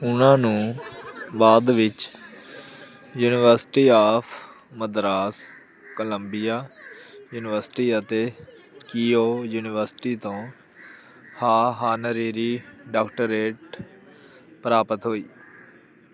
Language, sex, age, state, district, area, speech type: Punjabi, male, 18-30, Punjab, Hoshiarpur, rural, read